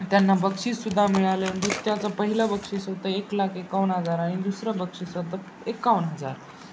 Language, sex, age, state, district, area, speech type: Marathi, male, 18-30, Maharashtra, Nanded, rural, spontaneous